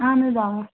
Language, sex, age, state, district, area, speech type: Kashmiri, female, 18-30, Jammu and Kashmir, Baramulla, rural, conversation